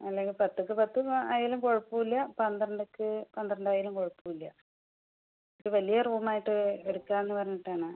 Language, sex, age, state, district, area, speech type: Malayalam, female, 60+, Kerala, Palakkad, rural, conversation